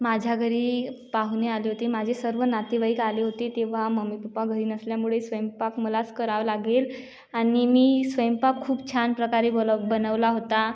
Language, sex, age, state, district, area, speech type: Marathi, female, 18-30, Maharashtra, Washim, rural, spontaneous